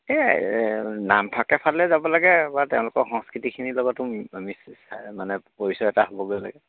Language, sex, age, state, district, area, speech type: Assamese, male, 60+, Assam, Dibrugarh, rural, conversation